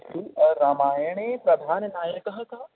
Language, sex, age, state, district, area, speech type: Sanskrit, male, 18-30, Delhi, East Delhi, urban, conversation